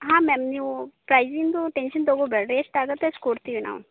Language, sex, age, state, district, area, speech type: Kannada, female, 30-45, Karnataka, Uttara Kannada, rural, conversation